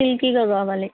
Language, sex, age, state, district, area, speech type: Telugu, female, 18-30, Telangana, Komaram Bheem, rural, conversation